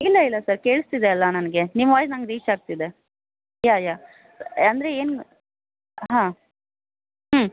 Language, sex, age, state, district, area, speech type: Kannada, female, 18-30, Karnataka, Dharwad, rural, conversation